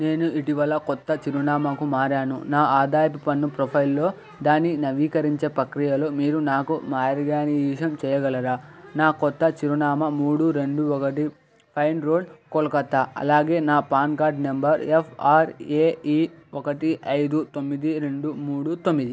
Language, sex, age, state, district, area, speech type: Telugu, male, 18-30, Andhra Pradesh, Krishna, urban, read